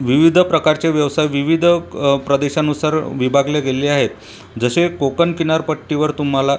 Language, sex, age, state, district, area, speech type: Marathi, male, 30-45, Maharashtra, Buldhana, urban, spontaneous